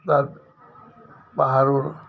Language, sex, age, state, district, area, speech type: Assamese, male, 60+, Assam, Udalguri, rural, spontaneous